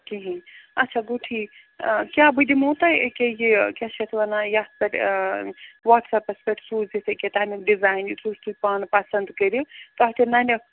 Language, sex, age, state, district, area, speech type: Kashmiri, female, 60+, Jammu and Kashmir, Srinagar, urban, conversation